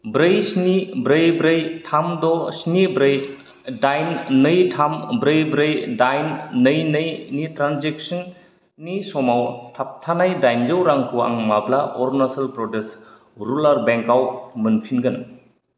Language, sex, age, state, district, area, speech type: Bodo, male, 45-60, Assam, Kokrajhar, rural, read